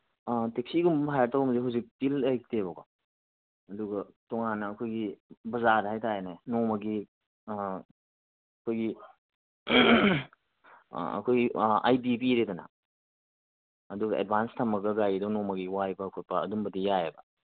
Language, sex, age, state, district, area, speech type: Manipuri, male, 30-45, Manipur, Kangpokpi, urban, conversation